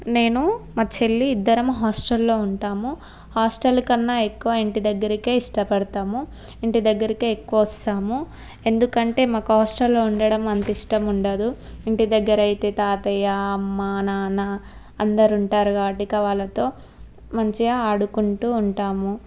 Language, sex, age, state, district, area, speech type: Telugu, female, 18-30, Telangana, Suryapet, urban, spontaneous